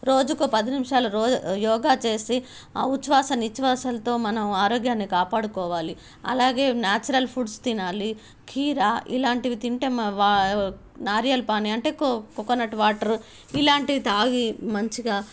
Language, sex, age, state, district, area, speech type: Telugu, female, 45-60, Telangana, Nizamabad, rural, spontaneous